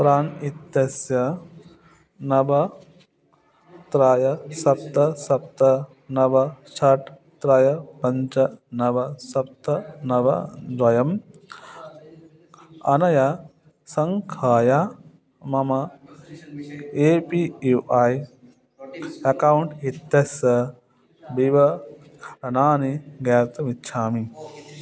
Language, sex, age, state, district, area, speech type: Sanskrit, male, 30-45, West Bengal, Dakshin Dinajpur, urban, read